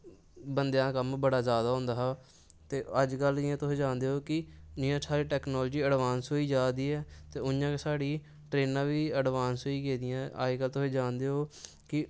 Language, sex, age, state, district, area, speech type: Dogri, male, 18-30, Jammu and Kashmir, Samba, urban, spontaneous